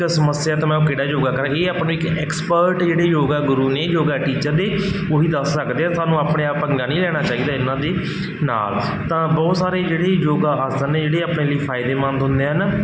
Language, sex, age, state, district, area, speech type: Punjabi, male, 45-60, Punjab, Barnala, rural, spontaneous